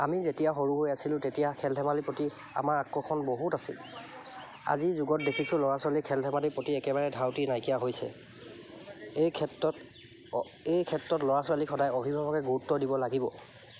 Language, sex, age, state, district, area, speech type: Assamese, male, 30-45, Assam, Charaideo, urban, spontaneous